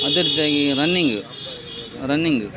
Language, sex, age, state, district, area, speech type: Kannada, male, 45-60, Karnataka, Koppal, rural, spontaneous